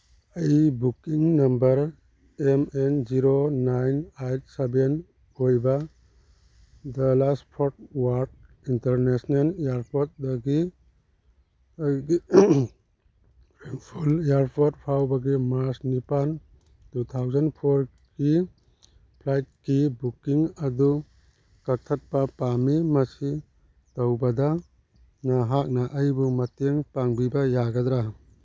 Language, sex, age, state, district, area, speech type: Manipuri, male, 18-30, Manipur, Churachandpur, rural, read